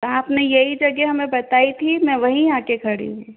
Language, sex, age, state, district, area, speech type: Hindi, female, 30-45, Rajasthan, Jaipur, urban, conversation